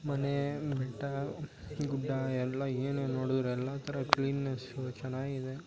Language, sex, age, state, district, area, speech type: Kannada, male, 18-30, Karnataka, Mysore, rural, spontaneous